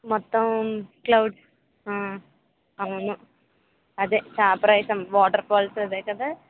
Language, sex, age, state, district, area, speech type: Telugu, female, 18-30, Andhra Pradesh, Eluru, rural, conversation